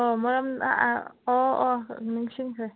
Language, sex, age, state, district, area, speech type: Manipuri, female, 18-30, Manipur, Kangpokpi, urban, conversation